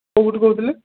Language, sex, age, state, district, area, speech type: Odia, male, 30-45, Odisha, Sundergarh, urban, conversation